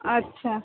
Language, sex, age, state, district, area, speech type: Assamese, female, 30-45, Assam, Udalguri, urban, conversation